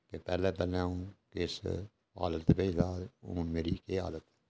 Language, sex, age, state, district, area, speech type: Dogri, male, 60+, Jammu and Kashmir, Udhampur, rural, spontaneous